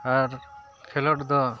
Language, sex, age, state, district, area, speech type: Santali, male, 45-60, Jharkhand, Bokaro, rural, spontaneous